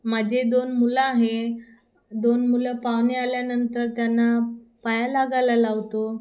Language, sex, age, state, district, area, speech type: Marathi, female, 30-45, Maharashtra, Thane, urban, spontaneous